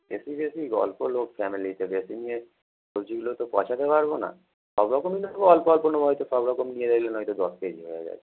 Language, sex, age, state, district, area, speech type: Bengali, male, 30-45, West Bengal, Howrah, urban, conversation